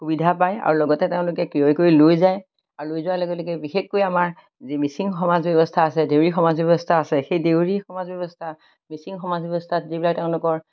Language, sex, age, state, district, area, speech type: Assamese, female, 60+, Assam, Majuli, urban, spontaneous